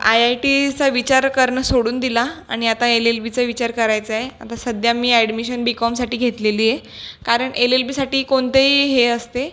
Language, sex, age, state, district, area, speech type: Marathi, female, 18-30, Maharashtra, Buldhana, rural, spontaneous